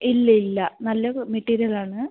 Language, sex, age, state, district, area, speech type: Malayalam, female, 18-30, Kerala, Kasaragod, rural, conversation